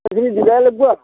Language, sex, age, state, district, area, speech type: Assamese, male, 60+, Assam, Darrang, rural, conversation